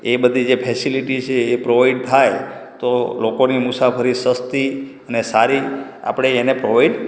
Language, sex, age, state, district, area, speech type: Gujarati, male, 18-30, Gujarat, Morbi, rural, spontaneous